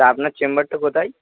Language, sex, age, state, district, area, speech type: Bengali, male, 18-30, West Bengal, Purba Bardhaman, urban, conversation